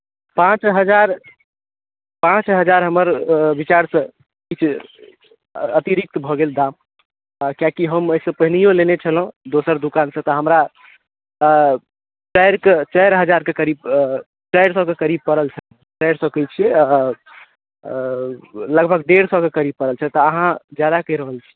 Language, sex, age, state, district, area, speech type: Maithili, other, 18-30, Bihar, Madhubani, rural, conversation